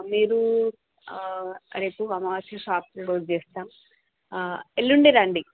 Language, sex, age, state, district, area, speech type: Telugu, female, 45-60, Andhra Pradesh, Srikakulam, urban, conversation